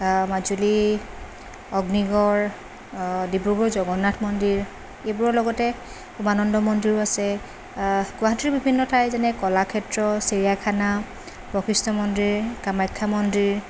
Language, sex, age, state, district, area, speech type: Assamese, female, 18-30, Assam, Lakhimpur, rural, spontaneous